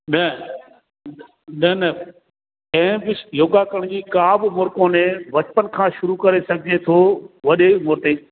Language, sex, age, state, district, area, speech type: Sindhi, male, 60+, Rajasthan, Ajmer, rural, conversation